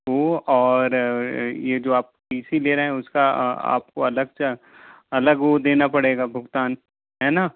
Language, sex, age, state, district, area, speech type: Hindi, male, 45-60, Madhya Pradesh, Bhopal, urban, conversation